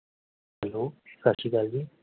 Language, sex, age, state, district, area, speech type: Punjabi, male, 18-30, Punjab, Mohali, urban, conversation